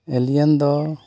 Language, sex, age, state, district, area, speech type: Santali, male, 30-45, Jharkhand, East Singhbhum, rural, spontaneous